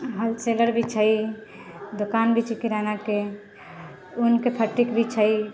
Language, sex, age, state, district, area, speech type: Maithili, female, 18-30, Bihar, Sitamarhi, rural, spontaneous